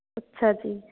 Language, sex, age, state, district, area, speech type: Punjabi, female, 18-30, Punjab, Patiala, urban, conversation